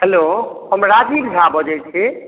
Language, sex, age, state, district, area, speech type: Maithili, male, 60+, Bihar, Madhubani, urban, conversation